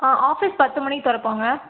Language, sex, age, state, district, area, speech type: Tamil, female, 18-30, Tamil Nadu, Karur, rural, conversation